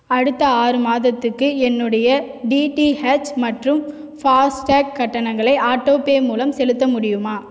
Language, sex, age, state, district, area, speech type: Tamil, female, 18-30, Tamil Nadu, Cuddalore, rural, read